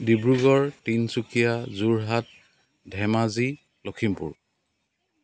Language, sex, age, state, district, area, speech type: Assamese, male, 45-60, Assam, Dibrugarh, rural, spontaneous